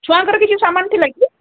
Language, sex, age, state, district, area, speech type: Odia, female, 60+, Odisha, Gajapati, rural, conversation